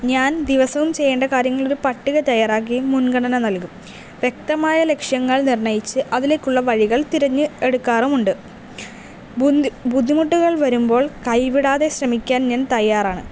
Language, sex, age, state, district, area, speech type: Malayalam, female, 18-30, Kerala, Palakkad, rural, spontaneous